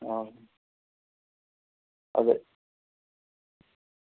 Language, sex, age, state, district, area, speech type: Dogri, male, 30-45, Jammu and Kashmir, Reasi, rural, conversation